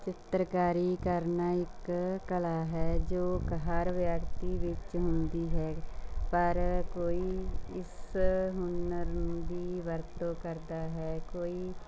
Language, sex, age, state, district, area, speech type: Punjabi, female, 45-60, Punjab, Mansa, rural, spontaneous